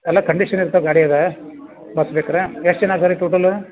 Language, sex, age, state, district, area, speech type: Kannada, male, 60+, Karnataka, Dharwad, rural, conversation